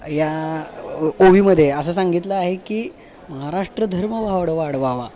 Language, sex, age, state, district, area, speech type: Marathi, male, 18-30, Maharashtra, Sangli, urban, spontaneous